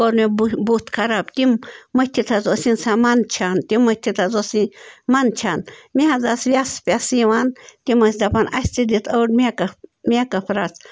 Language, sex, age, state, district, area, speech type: Kashmiri, female, 30-45, Jammu and Kashmir, Bandipora, rural, spontaneous